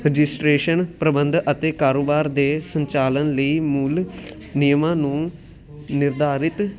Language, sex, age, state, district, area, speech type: Punjabi, male, 18-30, Punjab, Ludhiana, urban, spontaneous